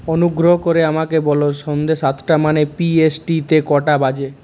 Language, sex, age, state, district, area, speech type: Bengali, male, 30-45, West Bengal, Purulia, urban, read